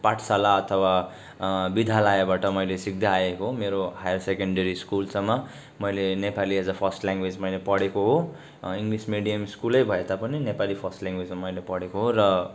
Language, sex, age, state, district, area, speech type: Nepali, male, 18-30, West Bengal, Darjeeling, rural, spontaneous